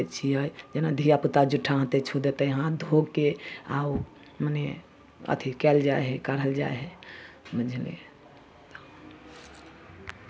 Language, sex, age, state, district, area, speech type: Maithili, female, 30-45, Bihar, Samastipur, rural, spontaneous